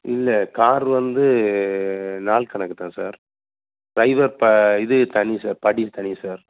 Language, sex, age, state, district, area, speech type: Tamil, male, 45-60, Tamil Nadu, Dharmapuri, rural, conversation